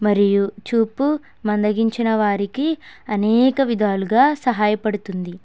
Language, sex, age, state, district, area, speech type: Telugu, female, 18-30, Andhra Pradesh, Kakinada, rural, spontaneous